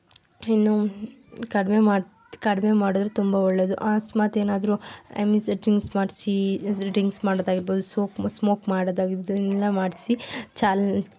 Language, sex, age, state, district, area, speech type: Kannada, female, 30-45, Karnataka, Tumkur, rural, spontaneous